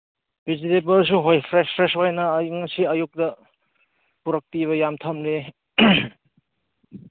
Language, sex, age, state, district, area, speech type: Manipuri, male, 30-45, Manipur, Ukhrul, urban, conversation